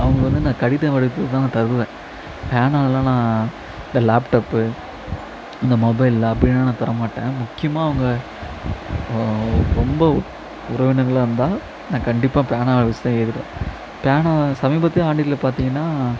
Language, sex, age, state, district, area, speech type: Tamil, male, 18-30, Tamil Nadu, Tiruvannamalai, urban, spontaneous